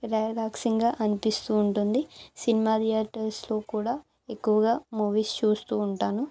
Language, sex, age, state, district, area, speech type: Telugu, female, 18-30, Andhra Pradesh, Anakapalli, rural, spontaneous